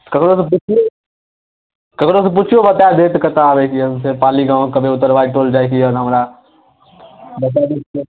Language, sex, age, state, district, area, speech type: Maithili, male, 18-30, Bihar, Darbhanga, rural, conversation